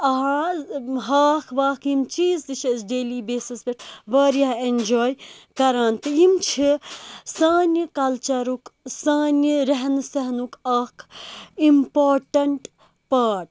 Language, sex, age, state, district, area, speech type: Kashmiri, female, 18-30, Jammu and Kashmir, Srinagar, rural, spontaneous